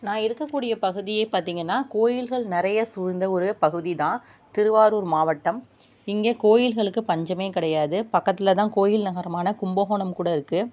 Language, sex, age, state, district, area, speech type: Tamil, female, 30-45, Tamil Nadu, Tiruvarur, rural, spontaneous